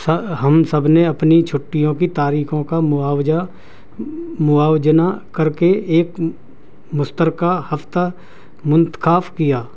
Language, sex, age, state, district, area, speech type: Urdu, male, 60+, Delhi, South Delhi, urban, spontaneous